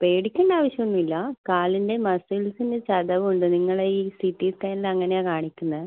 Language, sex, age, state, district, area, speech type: Malayalam, female, 18-30, Kerala, Kannur, rural, conversation